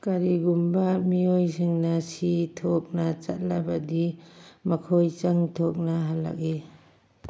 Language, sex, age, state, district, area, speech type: Manipuri, female, 45-60, Manipur, Churachandpur, urban, read